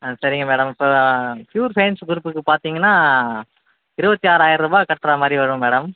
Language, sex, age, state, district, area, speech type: Tamil, male, 45-60, Tamil Nadu, Viluppuram, rural, conversation